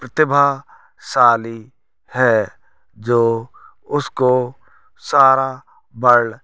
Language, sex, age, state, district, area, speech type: Hindi, male, 30-45, Rajasthan, Bharatpur, rural, spontaneous